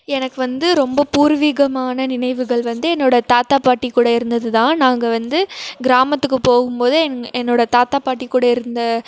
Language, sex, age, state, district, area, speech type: Tamil, female, 18-30, Tamil Nadu, Krishnagiri, rural, spontaneous